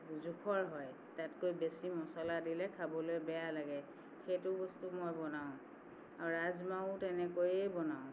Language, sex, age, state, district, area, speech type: Assamese, female, 45-60, Assam, Tinsukia, urban, spontaneous